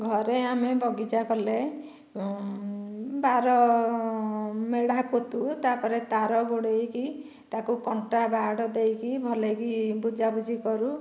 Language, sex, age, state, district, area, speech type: Odia, female, 45-60, Odisha, Dhenkanal, rural, spontaneous